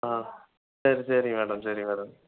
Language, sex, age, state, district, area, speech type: Tamil, male, 18-30, Tamil Nadu, Thoothukudi, rural, conversation